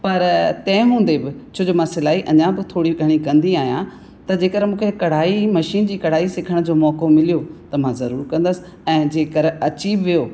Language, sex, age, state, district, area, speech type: Sindhi, female, 60+, Rajasthan, Ajmer, urban, spontaneous